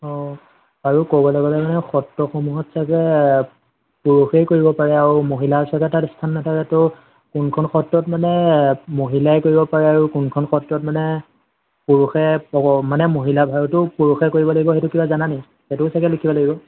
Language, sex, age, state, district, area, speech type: Assamese, male, 18-30, Assam, Majuli, urban, conversation